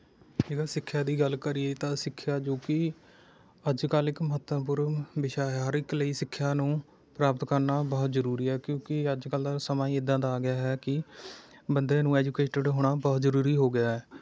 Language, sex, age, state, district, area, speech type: Punjabi, male, 30-45, Punjab, Rupnagar, rural, spontaneous